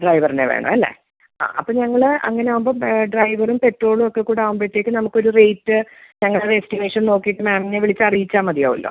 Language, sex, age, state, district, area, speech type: Malayalam, female, 45-60, Kerala, Ernakulam, rural, conversation